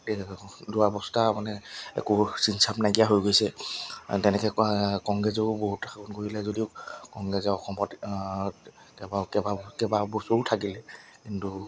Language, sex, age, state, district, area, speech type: Assamese, male, 30-45, Assam, Charaideo, urban, spontaneous